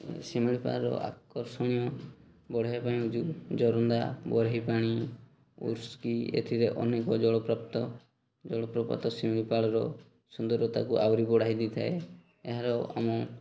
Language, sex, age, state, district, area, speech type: Odia, male, 18-30, Odisha, Mayurbhanj, rural, spontaneous